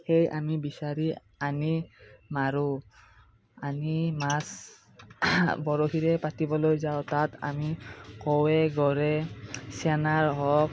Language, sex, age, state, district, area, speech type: Assamese, male, 30-45, Assam, Darrang, rural, spontaneous